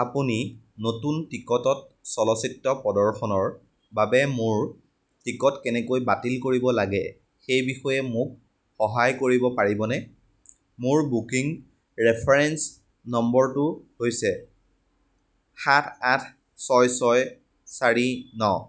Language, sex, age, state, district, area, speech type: Assamese, male, 18-30, Assam, Majuli, rural, read